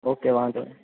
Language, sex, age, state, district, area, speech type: Gujarati, male, 18-30, Gujarat, Junagadh, urban, conversation